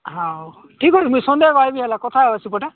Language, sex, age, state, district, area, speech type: Odia, male, 45-60, Odisha, Nabarangpur, rural, conversation